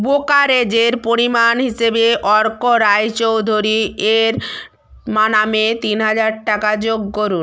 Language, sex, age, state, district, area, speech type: Bengali, female, 45-60, West Bengal, Purba Medinipur, rural, read